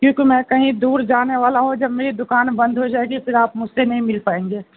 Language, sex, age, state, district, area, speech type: Urdu, male, 18-30, Uttar Pradesh, Gautam Buddha Nagar, urban, conversation